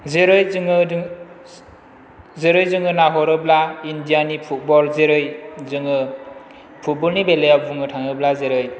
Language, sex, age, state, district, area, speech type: Bodo, male, 30-45, Assam, Chirang, rural, spontaneous